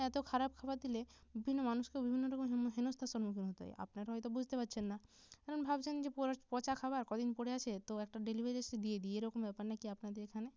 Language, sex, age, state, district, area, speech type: Bengali, female, 18-30, West Bengal, North 24 Parganas, rural, spontaneous